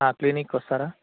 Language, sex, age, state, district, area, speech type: Telugu, male, 18-30, Telangana, Karimnagar, urban, conversation